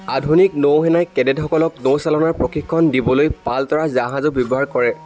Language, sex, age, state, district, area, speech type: Assamese, male, 18-30, Assam, Dibrugarh, rural, read